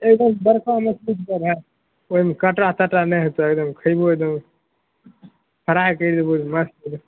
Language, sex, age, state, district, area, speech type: Maithili, male, 18-30, Bihar, Begusarai, rural, conversation